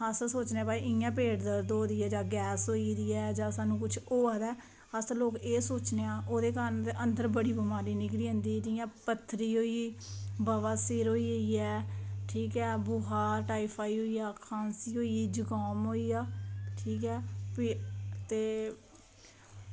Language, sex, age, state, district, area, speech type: Dogri, female, 18-30, Jammu and Kashmir, Samba, rural, spontaneous